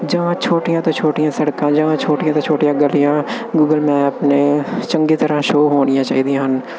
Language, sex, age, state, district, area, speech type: Punjabi, male, 18-30, Punjab, Firozpur, urban, spontaneous